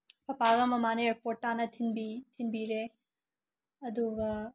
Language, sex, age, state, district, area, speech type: Manipuri, female, 18-30, Manipur, Tengnoupal, rural, spontaneous